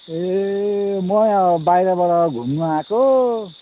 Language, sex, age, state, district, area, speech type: Nepali, male, 60+, West Bengal, Kalimpong, rural, conversation